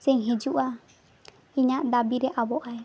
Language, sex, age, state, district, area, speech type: Santali, female, 18-30, West Bengal, Jhargram, rural, spontaneous